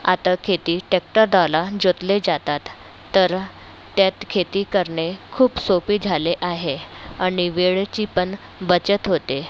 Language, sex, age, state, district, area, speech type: Marathi, female, 30-45, Maharashtra, Nagpur, urban, spontaneous